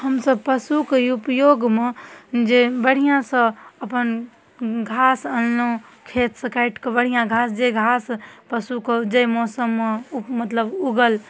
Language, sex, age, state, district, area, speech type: Maithili, female, 18-30, Bihar, Darbhanga, rural, spontaneous